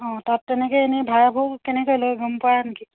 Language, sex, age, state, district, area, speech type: Assamese, female, 30-45, Assam, Dibrugarh, rural, conversation